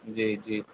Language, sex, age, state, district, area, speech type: Urdu, male, 18-30, Bihar, Gaya, urban, conversation